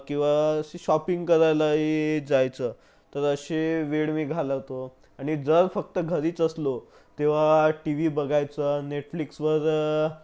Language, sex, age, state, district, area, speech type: Marathi, male, 45-60, Maharashtra, Nagpur, urban, spontaneous